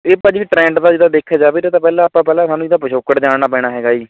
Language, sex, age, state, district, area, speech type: Punjabi, male, 18-30, Punjab, Shaheed Bhagat Singh Nagar, urban, conversation